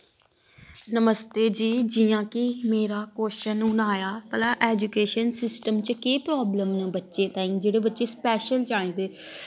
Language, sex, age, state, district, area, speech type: Dogri, female, 18-30, Jammu and Kashmir, Samba, rural, spontaneous